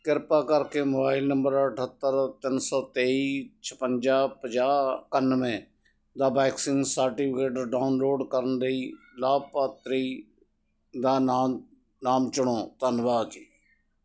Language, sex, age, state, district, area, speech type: Punjabi, male, 60+, Punjab, Ludhiana, rural, read